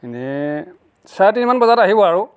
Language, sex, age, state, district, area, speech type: Assamese, male, 60+, Assam, Nagaon, rural, spontaneous